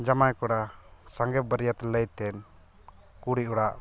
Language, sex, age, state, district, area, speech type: Santali, male, 18-30, West Bengal, Purulia, rural, spontaneous